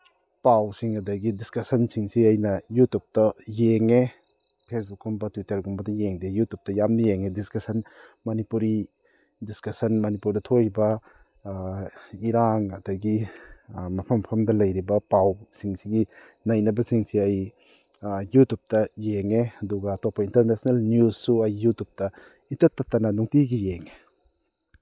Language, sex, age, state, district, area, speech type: Manipuri, male, 30-45, Manipur, Thoubal, rural, spontaneous